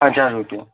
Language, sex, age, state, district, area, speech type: Gujarati, male, 18-30, Gujarat, Mehsana, rural, conversation